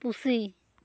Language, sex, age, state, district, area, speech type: Santali, female, 18-30, West Bengal, Bankura, rural, read